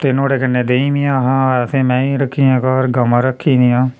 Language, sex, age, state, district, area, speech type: Dogri, male, 30-45, Jammu and Kashmir, Reasi, rural, spontaneous